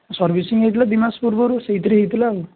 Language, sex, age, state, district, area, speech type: Odia, male, 18-30, Odisha, Balasore, rural, conversation